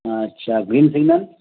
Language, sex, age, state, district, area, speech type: Bengali, male, 30-45, West Bengal, Howrah, urban, conversation